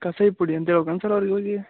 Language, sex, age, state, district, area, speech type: Kannada, male, 30-45, Karnataka, Gadag, rural, conversation